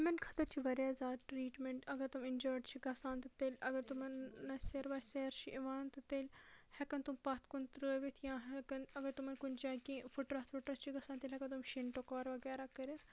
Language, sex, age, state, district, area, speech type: Kashmiri, female, 18-30, Jammu and Kashmir, Baramulla, rural, spontaneous